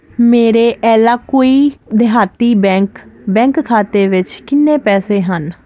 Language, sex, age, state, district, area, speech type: Punjabi, female, 30-45, Punjab, Ludhiana, urban, read